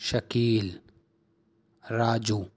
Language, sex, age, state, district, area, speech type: Urdu, male, 30-45, Delhi, South Delhi, rural, spontaneous